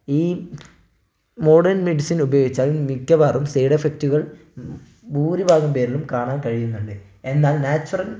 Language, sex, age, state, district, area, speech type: Malayalam, male, 18-30, Kerala, Wayanad, rural, spontaneous